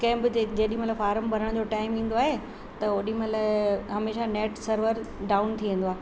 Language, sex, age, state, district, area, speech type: Sindhi, female, 60+, Rajasthan, Ajmer, urban, spontaneous